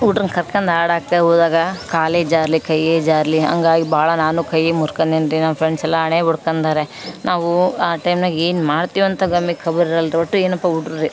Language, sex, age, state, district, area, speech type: Kannada, female, 30-45, Karnataka, Vijayanagara, rural, spontaneous